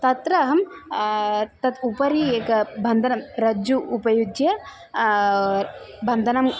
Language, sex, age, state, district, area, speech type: Sanskrit, female, 18-30, Tamil Nadu, Thanjavur, rural, spontaneous